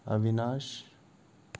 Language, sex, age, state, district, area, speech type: Kannada, male, 18-30, Karnataka, Tumkur, urban, spontaneous